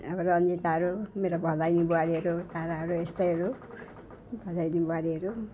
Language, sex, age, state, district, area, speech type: Nepali, female, 60+, West Bengal, Alipurduar, urban, spontaneous